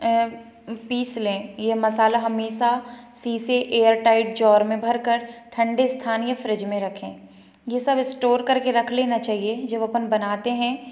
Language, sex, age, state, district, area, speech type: Hindi, female, 30-45, Madhya Pradesh, Balaghat, rural, spontaneous